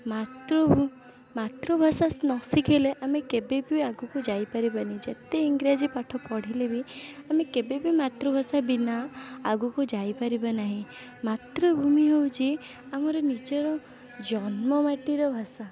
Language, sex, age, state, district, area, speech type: Odia, female, 18-30, Odisha, Puri, urban, spontaneous